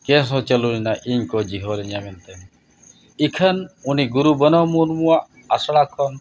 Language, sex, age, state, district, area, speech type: Santali, male, 60+, Odisha, Mayurbhanj, rural, spontaneous